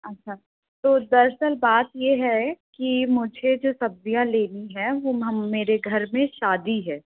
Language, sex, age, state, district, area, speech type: Hindi, female, 18-30, Uttar Pradesh, Bhadohi, urban, conversation